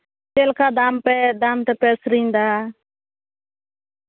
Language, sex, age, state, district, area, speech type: Santali, female, 30-45, West Bengal, Malda, rural, conversation